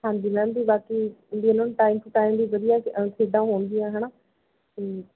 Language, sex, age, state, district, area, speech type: Punjabi, female, 30-45, Punjab, Bathinda, rural, conversation